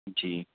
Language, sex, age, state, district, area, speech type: Urdu, male, 30-45, Delhi, Central Delhi, urban, conversation